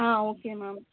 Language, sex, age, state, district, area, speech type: Tamil, female, 30-45, Tamil Nadu, Vellore, urban, conversation